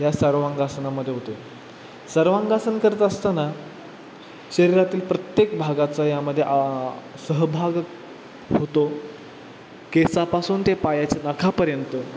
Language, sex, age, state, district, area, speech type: Marathi, male, 18-30, Maharashtra, Satara, urban, spontaneous